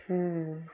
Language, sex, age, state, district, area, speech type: Bengali, male, 18-30, West Bengal, Darjeeling, urban, spontaneous